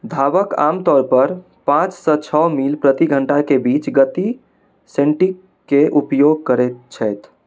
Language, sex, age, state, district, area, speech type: Maithili, male, 18-30, Bihar, Darbhanga, urban, read